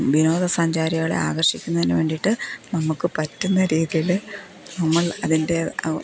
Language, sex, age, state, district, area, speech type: Malayalam, female, 45-60, Kerala, Thiruvananthapuram, rural, spontaneous